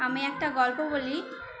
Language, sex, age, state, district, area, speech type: Bengali, female, 18-30, West Bengal, Birbhum, urban, spontaneous